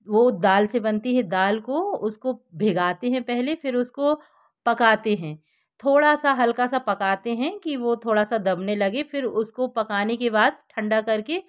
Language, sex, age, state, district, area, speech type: Hindi, female, 60+, Madhya Pradesh, Jabalpur, urban, spontaneous